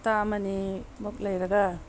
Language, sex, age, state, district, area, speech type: Manipuri, female, 45-60, Manipur, Tengnoupal, urban, spontaneous